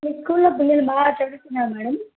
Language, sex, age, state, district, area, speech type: Telugu, female, 30-45, Andhra Pradesh, Kadapa, rural, conversation